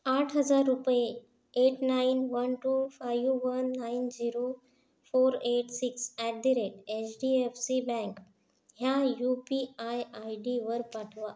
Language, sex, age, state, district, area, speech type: Marathi, female, 30-45, Maharashtra, Yavatmal, rural, read